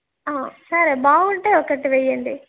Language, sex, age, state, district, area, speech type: Telugu, female, 30-45, Andhra Pradesh, Chittoor, urban, conversation